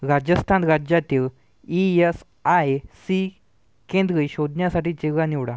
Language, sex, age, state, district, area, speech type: Marathi, male, 18-30, Maharashtra, Washim, urban, read